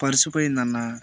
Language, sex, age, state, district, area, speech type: Telugu, male, 18-30, Andhra Pradesh, Bapatla, rural, spontaneous